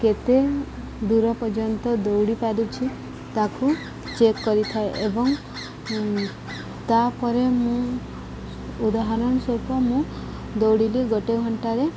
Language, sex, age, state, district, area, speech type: Odia, female, 30-45, Odisha, Subarnapur, urban, spontaneous